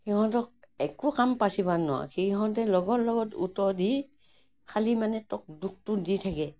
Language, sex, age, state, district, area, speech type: Assamese, female, 60+, Assam, Morigaon, rural, spontaneous